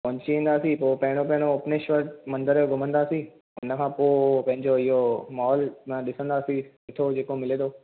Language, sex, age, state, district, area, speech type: Sindhi, male, 18-30, Maharashtra, Thane, urban, conversation